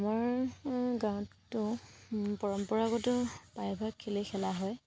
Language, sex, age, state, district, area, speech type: Assamese, female, 18-30, Assam, Dibrugarh, rural, spontaneous